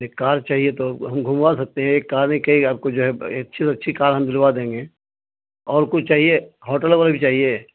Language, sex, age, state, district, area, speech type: Urdu, male, 45-60, Bihar, Araria, rural, conversation